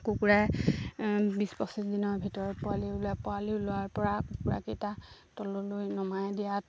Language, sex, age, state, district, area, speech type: Assamese, female, 30-45, Assam, Sivasagar, rural, spontaneous